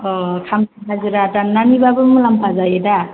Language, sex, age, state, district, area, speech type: Bodo, female, 30-45, Assam, Chirang, urban, conversation